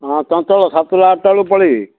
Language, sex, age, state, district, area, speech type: Odia, male, 60+, Odisha, Gajapati, rural, conversation